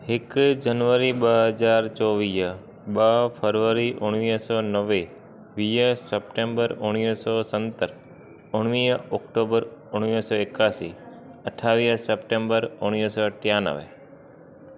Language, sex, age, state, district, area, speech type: Sindhi, male, 30-45, Gujarat, Junagadh, rural, spontaneous